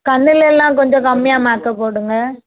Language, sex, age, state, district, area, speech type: Tamil, female, 18-30, Tamil Nadu, Thoothukudi, rural, conversation